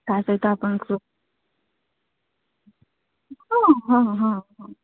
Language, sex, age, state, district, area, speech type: Odia, female, 45-60, Odisha, Sundergarh, rural, conversation